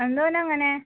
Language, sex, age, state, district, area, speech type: Malayalam, female, 18-30, Kerala, Malappuram, rural, conversation